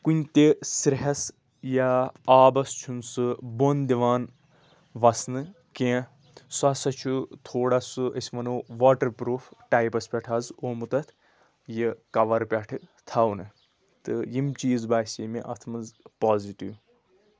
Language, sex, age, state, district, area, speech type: Kashmiri, male, 30-45, Jammu and Kashmir, Anantnag, rural, spontaneous